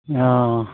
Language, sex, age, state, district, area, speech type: Bodo, male, 60+, Assam, Udalguri, rural, conversation